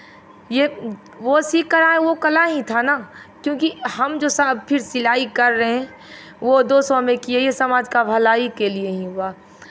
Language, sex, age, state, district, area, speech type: Hindi, female, 45-60, Bihar, Begusarai, rural, spontaneous